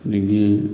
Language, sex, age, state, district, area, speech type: Manipuri, male, 30-45, Manipur, Thoubal, rural, spontaneous